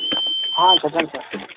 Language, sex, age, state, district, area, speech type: Telugu, male, 18-30, Telangana, Mancherial, urban, conversation